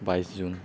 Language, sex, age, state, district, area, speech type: Assamese, male, 18-30, Assam, Kamrup Metropolitan, rural, spontaneous